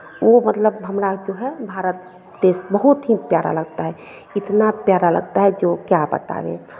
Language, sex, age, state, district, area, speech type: Hindi, female, 45-60, Bihar, Madhepura, rural, spontaneous